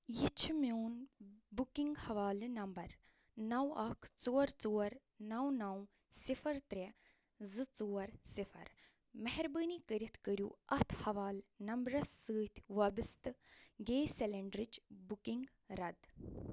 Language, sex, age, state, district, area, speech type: Kashmiri, female, 18-30, Jammu and Kashmir, Ganderbal, rural, read